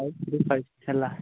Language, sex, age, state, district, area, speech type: Odia, male, 18-30, Odisha, Nabarangpur, urban, conversation